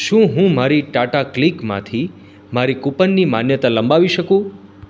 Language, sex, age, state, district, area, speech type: Gujarati, male, 30-45, Gujarat, Surat, urban, read